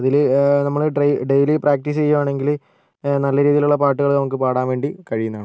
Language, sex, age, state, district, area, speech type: Malayalam, male, 18-30, Kerala, Wayanad, rural, spontaneous